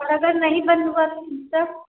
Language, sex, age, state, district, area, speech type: Hindi, female, 18-30, Uttar Pradesh, Bhadohi, rural, conversation